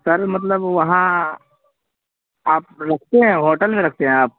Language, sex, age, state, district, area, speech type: Urdu, male, 18-30, Bihar, Purnia, rural, conversation